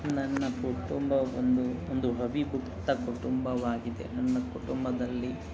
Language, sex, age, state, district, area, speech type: Kannada, male, 60+, Karnataka, Kolar, rural, spontaneous